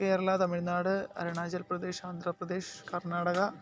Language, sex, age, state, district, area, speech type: Malayalam, male, 18-30, Kerala, Alappuzha, rural, spontaneous